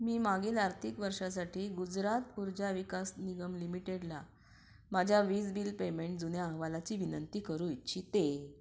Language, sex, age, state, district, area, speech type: Marathi, female, 60+, Maharashtra, Nashik, urban, read